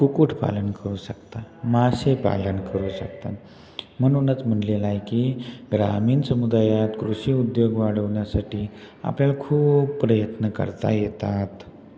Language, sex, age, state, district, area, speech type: Marathi, male, 30-45, Maharashtra, Satara, rural, spontaneous